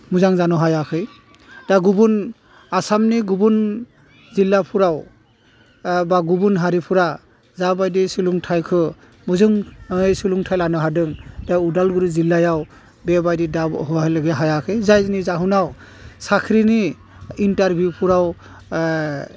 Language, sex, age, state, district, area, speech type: Bodo, male, 45-60, Assam, Udalguri, rural, spontaneous